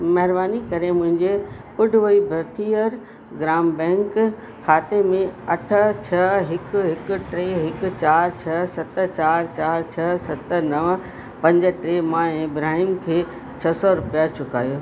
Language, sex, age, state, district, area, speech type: Sindhi, female, 60+, Uttar Pradesh, Lucknow, urban, read